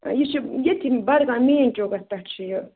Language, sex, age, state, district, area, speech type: Kashmiri, female, 30-45, Jammu and Kashmir, Budgam, rural, conversation